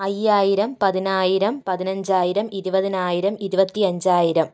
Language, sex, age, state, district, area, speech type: Malayalam, female, 30-45, Kerala, Kozhikode, rural, spontaneous